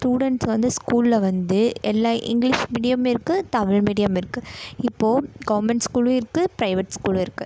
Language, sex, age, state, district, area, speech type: Tamil, female, 18-30, Tamil Nadu, Coimbatore, rural, spontaneous